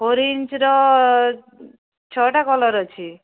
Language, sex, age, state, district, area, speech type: Odia, female, 30-45, Odisha, Kalahandi, rural, conversation